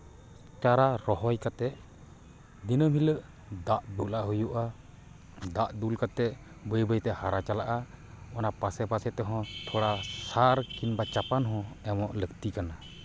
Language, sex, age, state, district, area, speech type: Santali, male, 30-45, West Bengal, Purba Bardhaman, rural, spontaneous